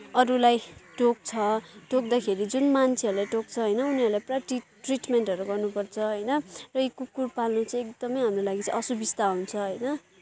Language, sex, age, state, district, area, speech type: Nepali, female, 18-30, West Bengal, Kalimpong, rural, spontaneous